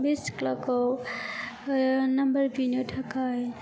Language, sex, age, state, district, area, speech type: Bodo, female, 18-30, Assam, Chirang, rural, spontaneous